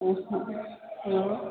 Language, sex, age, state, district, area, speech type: Odia, female, 45-60, Odisha, Angul, rural, conversation